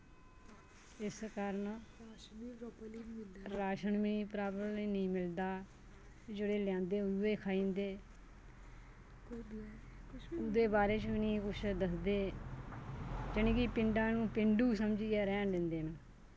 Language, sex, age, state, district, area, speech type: Dogri, female, 45-60, Jammu and Kashmir, Kathua, rural, spontaneous